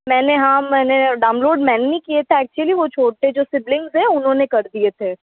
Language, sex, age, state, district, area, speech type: Hindi, female, 18-30, Rajasthan, Jodhpur, urban, conversation